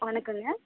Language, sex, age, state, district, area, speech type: Tamil, female, 30-45, Tamil Nadu, Tirupattur, rural, conversation